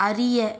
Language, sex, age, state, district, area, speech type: Tamil, female, 30-45, Tamil Nadu, Tiruvallur, urban, read